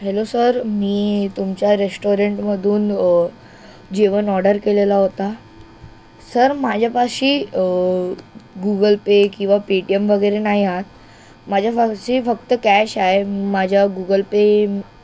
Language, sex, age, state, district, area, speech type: Marathi, male, 30-45, Maharashtra, Nagpur, urban, spontaneous